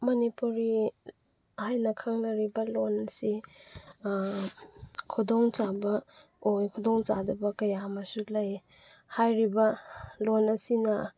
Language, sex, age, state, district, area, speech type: Manipuri, female, 18-30, Manipur, Chandel, rural, spontaneous